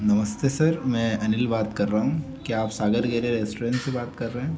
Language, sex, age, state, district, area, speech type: Hindi, male, 18-30, Madhya Pradesh, Bhopal, urban, spontaneous